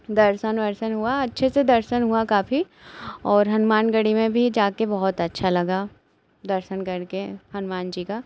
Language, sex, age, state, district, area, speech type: Hindi, female, 18-30, Uttar Pradesh, Pratapgarh, rural, spontaneous